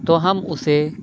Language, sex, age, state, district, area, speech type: Urdu, male, 30-45, Uttar Pradesh, Lucknow, urban, spontaneous